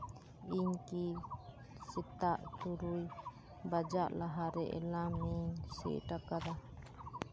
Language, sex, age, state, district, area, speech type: Santali, female, 30-45, West Bengal, Uttar Dinajpur, rural, read